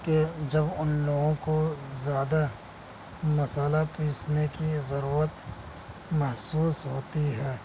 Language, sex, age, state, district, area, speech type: Urdu, male, 18-30, Delhi, Central Delhi, rural, spontaneous